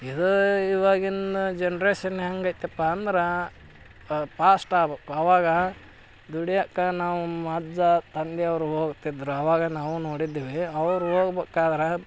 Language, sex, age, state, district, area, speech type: Kannada, male, 45-60, Karnataka, Gadag, rural, spontaneous